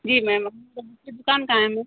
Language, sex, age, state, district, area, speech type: Hindi, female, 30-45, Uttar Pradesh, Azamgarh, rural, conversation